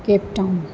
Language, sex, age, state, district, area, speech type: Sindhi, female, 45-60, Rajasthan, Ajmer, urban, spontaneous